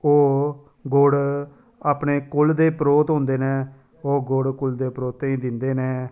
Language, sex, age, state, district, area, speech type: Dogri, male, 30-45, Jammu and Kashmir, Samba, rural, spontaneous